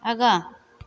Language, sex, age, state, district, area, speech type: Maithili, female, 45-60, Bihar, Begusarai, rural, read